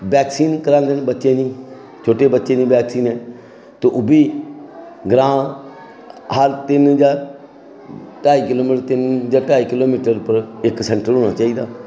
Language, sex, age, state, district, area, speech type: Dogri, male, 60+, Jammu and Kashmir, Samba, rural, spontaneous